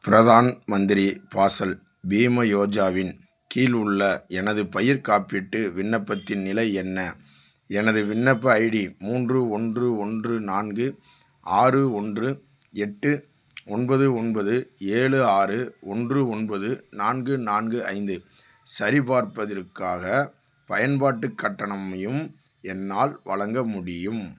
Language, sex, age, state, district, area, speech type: Tamil, male, 45-60, Tamil Nadu, Theni, rural, read